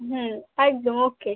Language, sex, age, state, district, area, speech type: Bengali, female, 18-30, West Bengal, Howrah, urban, conversation